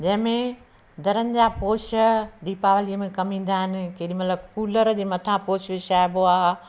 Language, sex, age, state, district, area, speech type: Sindhi, female, 60+, Madhya Pradesh, Katni, urban, spontaneous